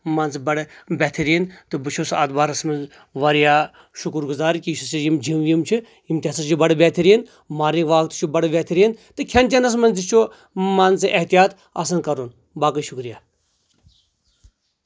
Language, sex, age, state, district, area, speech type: Kashmiri, male, 45-60, Jammu and Kashmir, Anantnag, rural, spontaneous